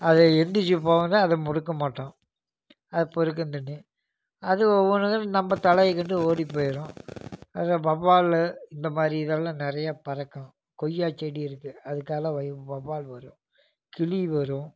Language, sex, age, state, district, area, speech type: Tamil, male, 45-60, Tamil Nadu, Namakkal, rural, spontaneous